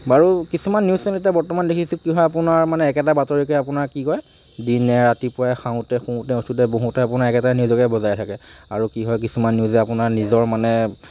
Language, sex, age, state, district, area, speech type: Assamese, male, 45-60, Assam, Morigaon, rural, spontaneous